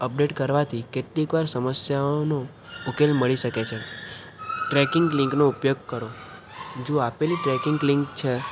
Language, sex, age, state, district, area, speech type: Gujarati, male, 18-30, Gujarat, Kheda, rural, spontaneous